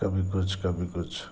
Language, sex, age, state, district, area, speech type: Urdu, male, 45-60, Telangana, Hyderabad, urban, spontaneous